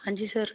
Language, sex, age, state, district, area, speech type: Punjabi, female, 30-45, Punjab, Fazilka, rural, conversation